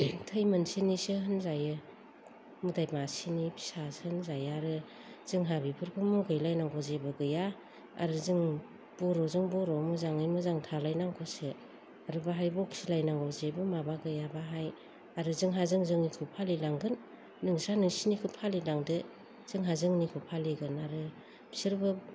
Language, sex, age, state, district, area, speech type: Bodo, female, 45-60, Assam, Kokrajhar, rural, spontaneous